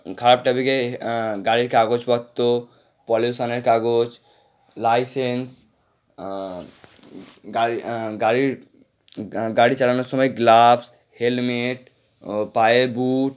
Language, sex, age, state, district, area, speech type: Bengali, male, 18-30, West Bengal, Howrah, urban, spontaneous